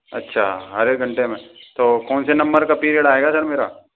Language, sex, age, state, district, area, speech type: Hindi, male, 60+, Rajasthan, Karauli, rural, conversation